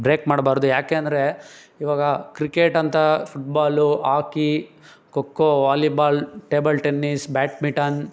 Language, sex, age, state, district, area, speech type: Kannada, male, 18-30, Karnataka, Tumkur, urban, spontaneous